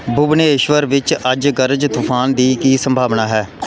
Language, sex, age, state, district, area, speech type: Punjabi, male, 30-45, Punjab, Pathankot, rural, read